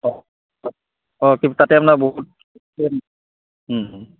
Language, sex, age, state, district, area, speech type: Assamese, male, 30-45, Assam, Barpeta, rural, conversation